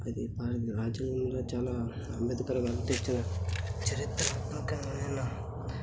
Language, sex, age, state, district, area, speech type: Telugu, male, 30-45, Andhra Pradesh, Kadapa, rural, spontaneous